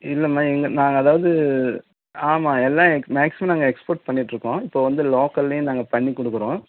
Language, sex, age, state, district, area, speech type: Tamil, male, 60+, Tamil Nadu, Tenkasi, urban, conversation